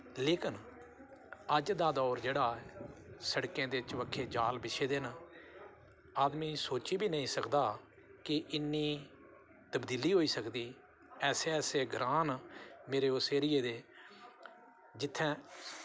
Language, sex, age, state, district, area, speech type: Dogri, male, 60+, Jammu and Kashmir, Udhampur, rural, spontaneous